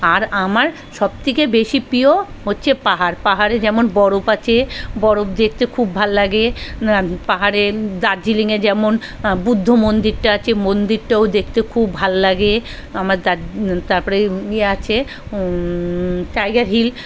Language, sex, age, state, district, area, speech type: Bengali, female, 45-60, West Bengal, South 24 Parganas, rural, spontaneous